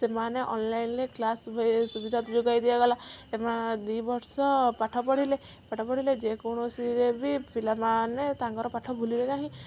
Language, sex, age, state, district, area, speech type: Odia, female, 18-30, Odisha, Kendujhar, urban, spontaneous